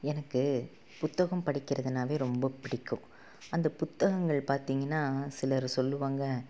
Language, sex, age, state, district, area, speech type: Tamil, female, 30-45, Tamil Nadu, Salem, urban, spontaneous